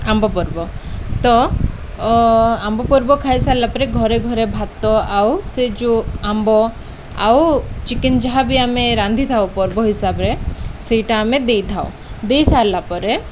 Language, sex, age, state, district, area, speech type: Odia, female, 18-30, Odisha, Koraput, urban, spontaneous